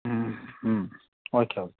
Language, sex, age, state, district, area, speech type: Kannada, male, 30-45, Karnataka, Vijayanagara, rural, conversation